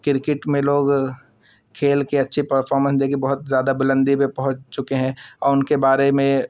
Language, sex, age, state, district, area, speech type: Urdu, male, 18-30, Uttar Pradesh, Siddharthnagar, rural, spontaneous